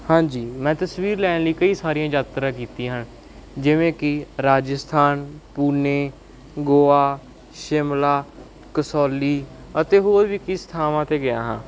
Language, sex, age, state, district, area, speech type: Punjabi, male, 30-45, Punjab, Barnala, rural, spontaneous